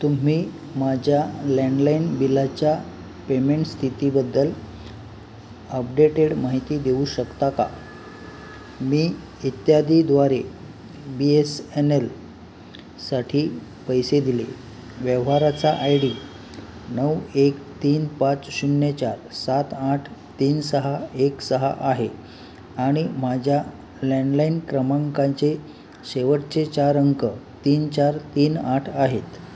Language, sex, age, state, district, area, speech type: Marathi, male, 45-60, Maharashtra, Palghar, rural, read